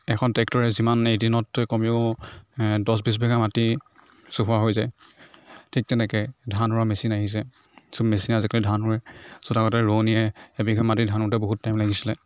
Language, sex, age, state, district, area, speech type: Assamese, male, 45-60, Assam, Morigaon, rural, spontaneous